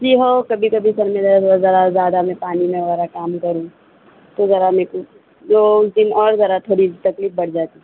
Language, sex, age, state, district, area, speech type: Urdu, female, 18-30, Telangana, Hyderabad, urban, conversation